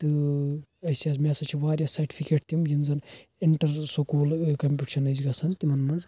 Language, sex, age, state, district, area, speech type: Kashmiri, male, 18-30, Jammu and Kashmir, Anantnag, rural, spontaneous